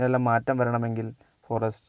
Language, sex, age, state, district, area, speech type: Malayalam, female, 18-30, Kerala, Wayanad, rural, spontaneous